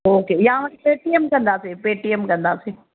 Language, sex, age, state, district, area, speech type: Sindhi, female, 60+, Gujarat, Surat, urban, conversation